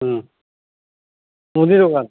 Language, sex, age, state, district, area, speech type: Bengali, male, 60+, West Bengal, Uttar Dinajpur, urban, conversation